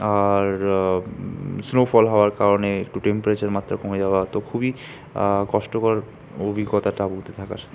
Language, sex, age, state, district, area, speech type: Bengali, male, 60+, West Bengal, Purulia, urban, spontaneous